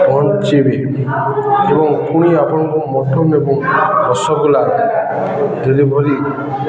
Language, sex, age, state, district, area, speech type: Odia, male, 30-45, Odisha, Balangir, urban, spontaneous